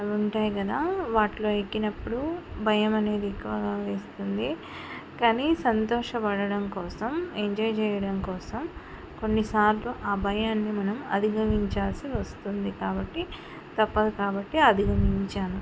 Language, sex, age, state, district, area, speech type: Telugu, female, 45-60, Telangana, Mancherial, rural, spontaneous